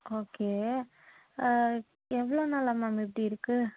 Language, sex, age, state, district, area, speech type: Tamil, female, 18-30, Tamil Nadu, Tiruppur, rural, conversation